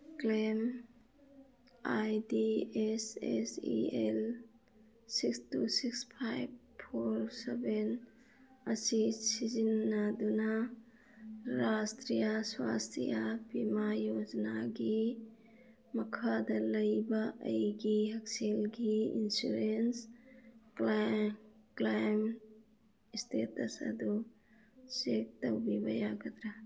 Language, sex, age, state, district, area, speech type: Manipuri, female, 45-60, Manipur, Churachandpur, urban, read